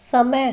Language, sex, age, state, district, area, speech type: Hindi, female, 18-30, Rajasthan, Jaipur, urban, read